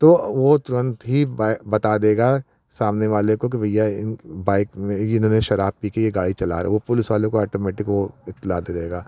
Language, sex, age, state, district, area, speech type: Hindi, male, 45-60, Uttar Pradesh, Prayagraj, urban, spontaneous